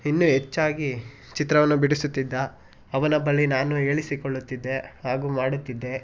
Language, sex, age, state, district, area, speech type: Kannada, male, 18-30, Karnataka, Mysore, rural, spontaneous